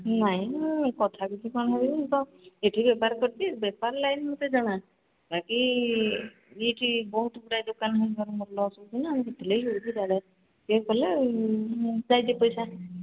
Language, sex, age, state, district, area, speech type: Odia, female, 45-60, Odisha, Sambalpur, rural, conversation